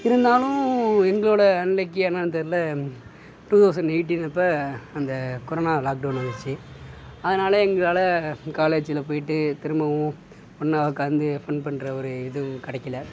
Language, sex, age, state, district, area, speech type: Tamil, male, 18-30, Tamil Nadu, Mayiladuthurai, urban, spontaneous